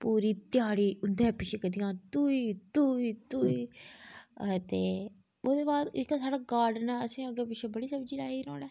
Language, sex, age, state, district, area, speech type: Dogri, female, 30-45, Jammu and Kashmir, Udhampur, rural, spontaneous